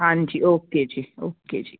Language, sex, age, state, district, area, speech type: Punjabi, female, 45-60, Punjab, Fazilka, rural, conversation